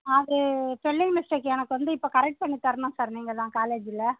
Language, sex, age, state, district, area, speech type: Tamil, female, 60+, Tamil Nadu, Mayiladuthurai, rural, conversation